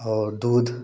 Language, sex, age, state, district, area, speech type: Hindi, male, 30-45, Uttar Pradesh, Prayagraj, rural, spontaneous